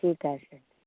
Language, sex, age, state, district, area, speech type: Hindi, female, 60+, Bihar, Madhepura, urban, conversation